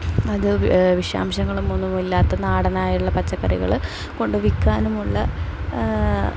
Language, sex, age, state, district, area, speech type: Malayalam, female, 18-30, Kerala, Palakkad, urban, spontaneous